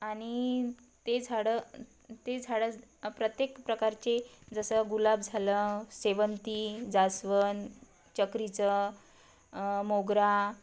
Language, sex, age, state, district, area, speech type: Marathi, female, 30-45, Maharashtra, Wardha, rural, spontaneous